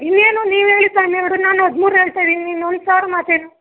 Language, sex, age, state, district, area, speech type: Kannada, female, 18-30, Karnataka, Chamarajanagar, rural, conversation